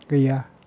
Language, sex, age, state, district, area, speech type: Bodo, male, 60+, Assam, Kokrajhar, urban, read